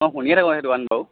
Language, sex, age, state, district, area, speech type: Assamese, male, 18-30, Assam, Sivasagar, rural, conversation